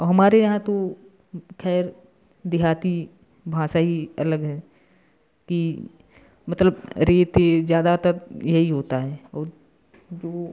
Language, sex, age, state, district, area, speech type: Hindi, male, 18-30, Uttar Pradesh, Prayagraj, rural, spontaneous